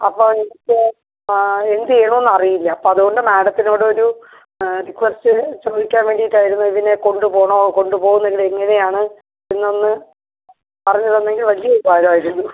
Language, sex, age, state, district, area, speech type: Malayalam, female, 60+, Kerala, Thiruvananthapuram, rural, conversation